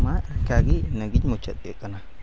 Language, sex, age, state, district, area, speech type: Santali, male, 18-30, Jharkhand, Pakur, rural, spontaneous